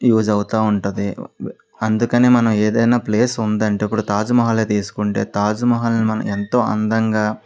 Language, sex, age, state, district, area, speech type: Telugu, male, 30-45, Andhra Pradesh, Anakapalli, rural, spontaneous